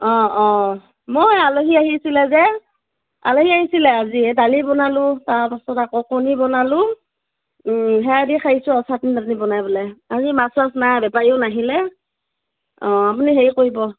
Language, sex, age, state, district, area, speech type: Assamese, female, 30-45, Assam, Morigaon, rural, conversation